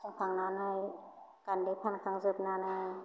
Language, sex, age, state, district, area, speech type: Bodo, female, 30-45, Assam, Chirang, urban, spontaneous